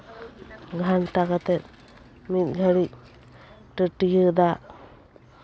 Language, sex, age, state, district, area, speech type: Santali, female, 30-45, West Bengal, Bankura, rural, spontaneous